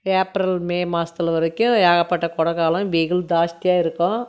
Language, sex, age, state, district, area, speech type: Tamil, female, 60+, Tamil Nadu, Krishnagiri, rural, spontaneous